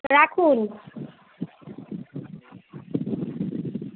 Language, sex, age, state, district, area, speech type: Bengali, female, 45-60, West Bengal, Kolkata, urban, conversation